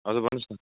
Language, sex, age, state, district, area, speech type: Nepali, male, 30-45, West Bengal, Darjeeling, rural, conversation